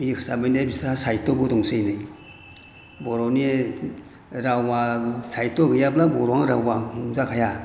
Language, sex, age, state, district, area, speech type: Bodo, male, 60+, Assam, Chirang, rural, spontaneous